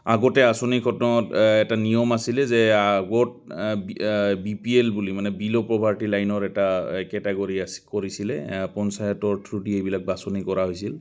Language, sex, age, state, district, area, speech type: Assamese, male, 45-60, Assam, Goalpara, rural, spontaneous